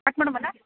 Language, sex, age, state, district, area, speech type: Kannada, female, 30-45, Karnataka, Dharwad, rural, conversation